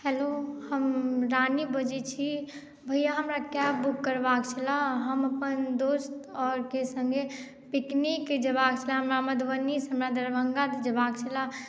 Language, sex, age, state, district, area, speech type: Maithili, female, 18-30, Bihar, Madhubani, rural, spontaneous